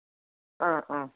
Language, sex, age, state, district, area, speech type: Assamese, female, 60+, Assam, Lakhimpur, rural, conversation